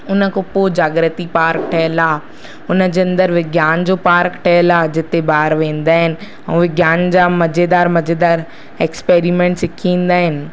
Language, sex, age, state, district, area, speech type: Sindhi, female, 45-60, Madhya Pradesh, Katni, urban, spontaneous